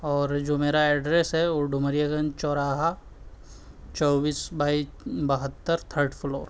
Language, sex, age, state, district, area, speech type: Urdu, male, 18-30, Uttar Pradesh, Siddharthnagar, rural, spontaneous